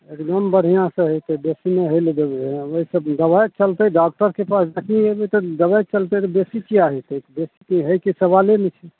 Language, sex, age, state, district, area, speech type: Maithili, male, 45-60, Bihar, Madhepura, rural, conversation